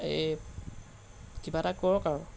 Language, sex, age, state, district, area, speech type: Assamese, male, 18-30, Assam, Golaghat, urban, spontaneous